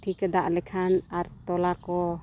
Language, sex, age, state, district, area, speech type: Santali, female, 30-45, Jharkhand, East Singhbhum, rural, spontaneous